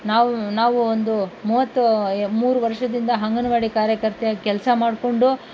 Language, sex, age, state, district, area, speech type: Kannada, female, 45-60, Karnataka, Kolar, rural, spontaneous